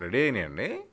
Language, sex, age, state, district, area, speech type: Telugu, male, 30-45, Andhra Pradesh, Bapatla, urban, spontaneous